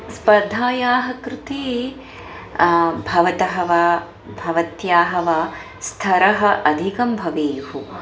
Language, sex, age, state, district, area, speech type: Sanskrit, female, 30-45, Karnataka, Bangalore Urban, urban, spontaneous